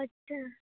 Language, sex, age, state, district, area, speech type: Goan Konkani, female, 18-30, Goa, Bardez, urban, conversation